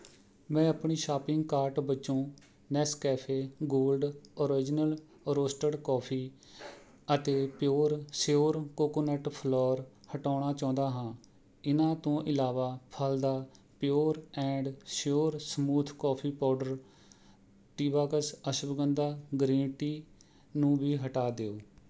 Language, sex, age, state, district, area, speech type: Punjabi, male, 30-45, Punjab, Rupnagar, rural, read